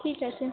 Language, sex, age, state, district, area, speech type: Bengali, female, 30-45, West Bengal, Hooghly, urban, conversation